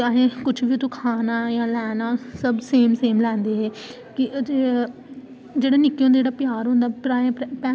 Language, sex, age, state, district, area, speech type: Dogri, female, 18-30, Jammu and Kashmir, Samba, rural, spontaneous